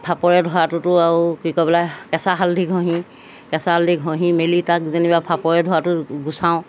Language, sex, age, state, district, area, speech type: Assamese, female, 60+, Assam, Golaghat, urban, spontaneous